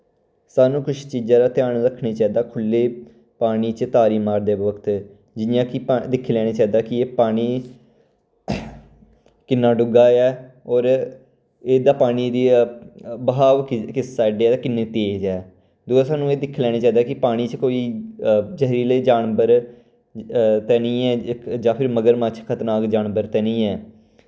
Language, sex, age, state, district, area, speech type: Dogri, male, 18-30, Jammu and Kashmir, Kathua, rural, spontaneous